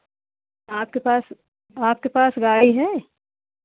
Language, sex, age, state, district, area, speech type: Hindi, female, 60+, Uttar Pradesh, Pratapgarh, rural, conversation